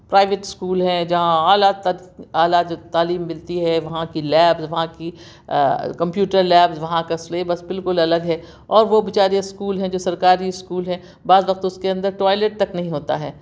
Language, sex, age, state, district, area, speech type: Urdu, female, 60+, Delhi, South Delhi, urban, spontaneous